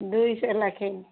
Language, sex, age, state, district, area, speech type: Odia, female, 45-60, Odisha, Gajapati, rural, conversation